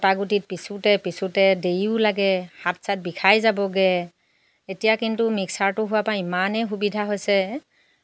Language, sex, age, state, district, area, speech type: Assamese, female, 45-60, Assam, Lakhimpur, rural, spontaneous